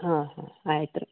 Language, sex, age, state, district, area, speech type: Kannada, female, 60+, Karnataka, Belgaum, rural, conversation